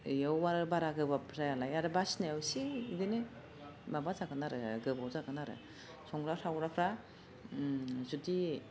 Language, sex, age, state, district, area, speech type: Bodo, female, 45-60, Assam, Udalguri, urban, spontaneous